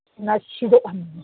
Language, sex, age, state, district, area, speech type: Manipuri, female, 60+, Manipur, Senapati, rural, conversation